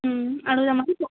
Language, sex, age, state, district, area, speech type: Telugu, female, 18-30, Andhra Pradesh, Visakhapatnam, urban, conversation